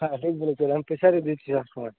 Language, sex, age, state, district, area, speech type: Bengali, male, 18-30, West Bengal, Cooch Behar, urban, conversation